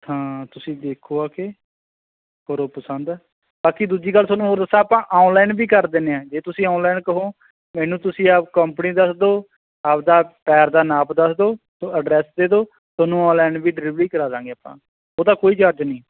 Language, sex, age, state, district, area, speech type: Punjabi, male, 30-45, Punjab, Barnala, rural, conversation